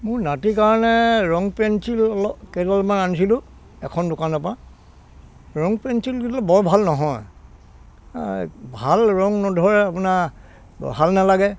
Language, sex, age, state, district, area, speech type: Assamese, male, 60+, Assam, Dhemaji, rural, spontaneous